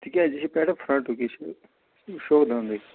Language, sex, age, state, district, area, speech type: Kashmiri, male, 45-60, Jammu and Kashmir, Ganderbal, urban, conversation